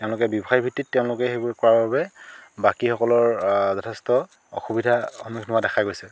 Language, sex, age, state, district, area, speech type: Assamese, male, 30-45, Assam, Dhemaji, rural, spontaneous